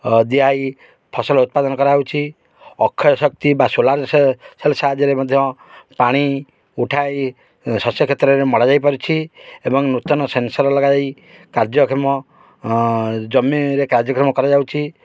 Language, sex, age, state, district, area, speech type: Odia, male, 45-60, Odisha, Kendrapara, urban, spontaneous